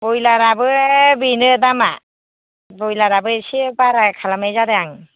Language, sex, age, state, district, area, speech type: Bodo, female, 30-45, Assam, Baksa, rural, conversation